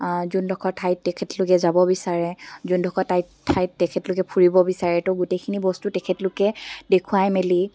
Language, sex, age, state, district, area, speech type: Assamese, female, 18-30, Assam, Dibrugarh, rural, spontaneous